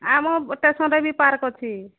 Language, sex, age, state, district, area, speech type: Odia, female, 45-60, Odisha, Sambalpur, rural, conversation